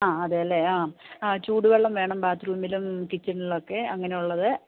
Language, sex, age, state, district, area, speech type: Malayalam, female, 45-60, Kerala, Idukki, rural, conversation